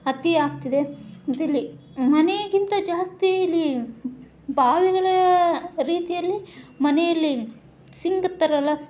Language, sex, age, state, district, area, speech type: Kannada, female, 18-30, Karnataka, Chitradurga, urban, spontaneous